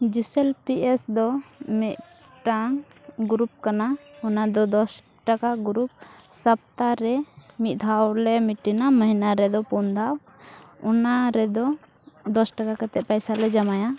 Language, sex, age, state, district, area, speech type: Santali, female, 18-30, Jharkhand, Pakur, rural, spontaneous